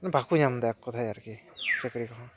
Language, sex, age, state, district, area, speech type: Santali, male, 18-30, West Bengal, Dakshin Dinajpur, rural, spontaneous